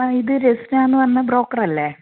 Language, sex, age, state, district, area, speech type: Malayalam, female, 30-45, Kerala, Kannur, rural, conversation